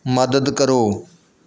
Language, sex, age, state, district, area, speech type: Punjabi, male, 18-30, Punjab, Mohali, rural, read